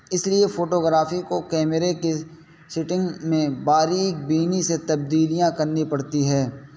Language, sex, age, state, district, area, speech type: Urdu, male, 18-30, Uttar Pradesh, Saharanpur, urban, spontaneous